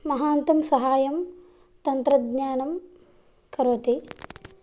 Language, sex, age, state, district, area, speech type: Sanskrit, female, 18-30, Karnataka, Bagalkot, rural, spontaneous